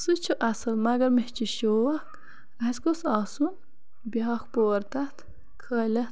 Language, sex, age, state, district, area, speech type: Kashmiri, female, 30-45, Jammu and Kashmir, Bandipora, rural, spontaneous